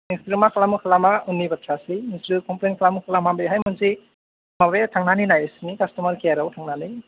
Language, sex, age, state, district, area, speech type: Bodo, male, 30-45, Assam, Kokrajhar, urban, conversation